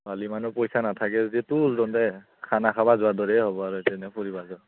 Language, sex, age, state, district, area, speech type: Assamese, male, 18-30, Assam, Kamrup Metropolitan, rural, conversation